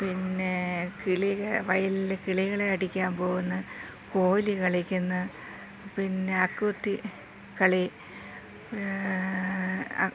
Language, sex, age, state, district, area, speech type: Malayalam, female, 60+, Kerala, Thiruvananthapuram, urban, spontaneous